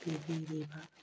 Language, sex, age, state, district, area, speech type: Manipuri, female, 45-60, Manipur, Churachandpur, urban, read